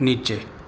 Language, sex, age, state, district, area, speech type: Gujarati, male, 45-60, Gujarat, Morbi, urban, read